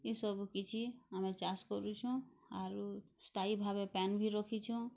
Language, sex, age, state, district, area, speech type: Odia, female, 30-45, Odisha, Bargarh, rural, spontaneous